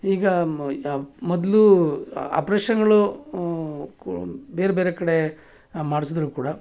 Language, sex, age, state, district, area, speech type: Kannada, male, 45-60, Karnataka, Mysore, urban, spontaneous